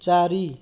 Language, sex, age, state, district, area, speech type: Odia, male, 60+, Odisha, Bhadrak, rural, read